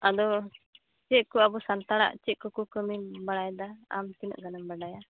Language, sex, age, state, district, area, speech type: Santali, female, 45-60, West Bengal, Uttar Dinajpur, rural, conversation